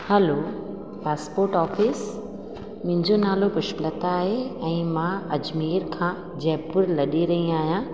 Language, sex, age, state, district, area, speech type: Sindhi, female, 30-45, Rajasthan, Ajmer, urban, spontaneous